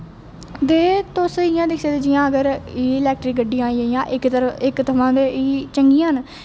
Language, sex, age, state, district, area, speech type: Dogri, female, 18-30, Jammu and Kashmir, Jammu, urban, spontaneous